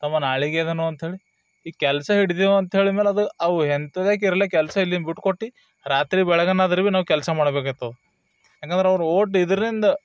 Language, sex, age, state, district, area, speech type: Kannada, male, 30-45, Karnataka, Bidar, urban, spontaneous